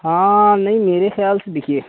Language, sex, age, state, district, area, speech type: Urdu, male, 18-30, Bihar, Saharsa, rural, conversation